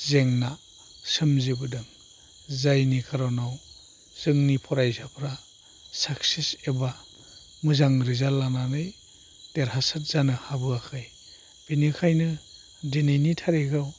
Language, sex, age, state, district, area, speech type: Bodo, male, 45-60, Assam, Chirang, rural, spontaneous